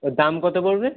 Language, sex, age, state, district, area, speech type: Bengali, male, 18-30, West Bengal, Howrah, urban, conversation